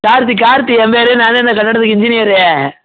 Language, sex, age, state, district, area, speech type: Tamil, male, 18-30, Tamil Nadu, Madurai, rural, conversation